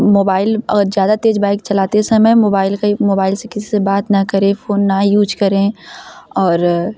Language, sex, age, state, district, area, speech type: Hindi, female, 18-30, Uttar Pradesh, Varanasi, rural, spontaneous